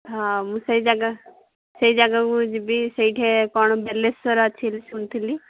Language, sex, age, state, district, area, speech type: Odia, female, 18-30, Odisha, Ganjam, urban, conversation